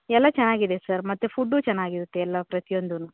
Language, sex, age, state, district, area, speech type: Kannada, female, 30-45, Karnataka, Tumkur, rural, conversation